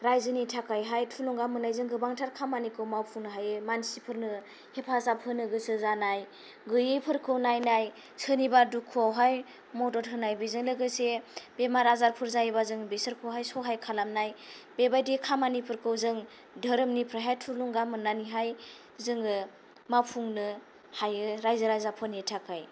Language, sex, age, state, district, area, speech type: Bodo, female, 18-30, Assam, Kokrajhar, rural, spontaneous